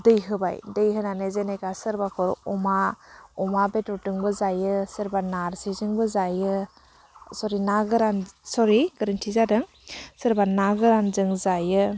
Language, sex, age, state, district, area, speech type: Bodo, female, 30-45, Assam, Udalguri, urban, spontaneous